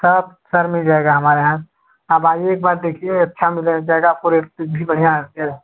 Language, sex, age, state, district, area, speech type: Hindi, male, 18-30, Uttar Pradesh, Chandauli, rural, conversation